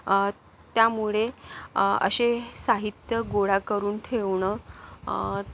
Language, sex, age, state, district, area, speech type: Marathi, female, 30-45, Maharashtra, Yavatmal, rural, spontaneous